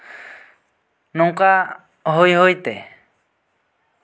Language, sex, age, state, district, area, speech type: Santali, male, 18-30, West Bengal, Bankura, rural, spontaneous